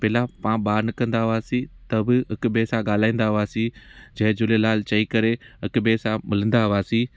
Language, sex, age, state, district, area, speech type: Sindhi, male, 30-45, Gujarat, Junagadh, rural, spontaneous